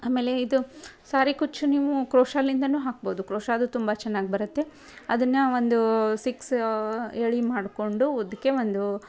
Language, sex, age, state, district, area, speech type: Kannada, female, 30-45, Karnataka, Dharwad, rural, spontaneous